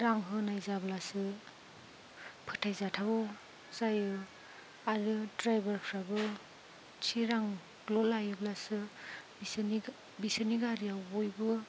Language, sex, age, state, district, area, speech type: Bodo, female, 18-30, Assam, Chirang, rural, spontaneous